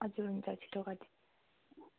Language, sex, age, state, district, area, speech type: Nepali, female, 18-30, West Bengal, Darjeeling, rural, conversation